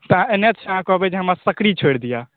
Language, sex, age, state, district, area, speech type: Maithili, male, 30-45, Bihar, Madhubani, urban, conversation